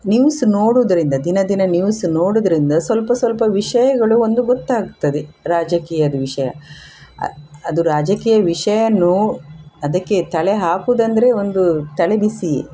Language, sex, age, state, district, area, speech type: Kannada, female, 60+, Karnataka, Udupi, rural, spontaneous